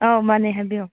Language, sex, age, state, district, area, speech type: Manipuri, female, 18-30, Manipur, Tengnoupal, rural, conversation